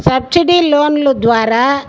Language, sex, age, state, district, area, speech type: Telugu, female, 60+, Andhra Pradesh, Guntur, rural, spontaneous